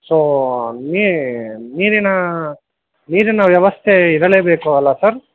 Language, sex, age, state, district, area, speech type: Kannada, male, 18-30, Karnataka, Kolar, rural, conversation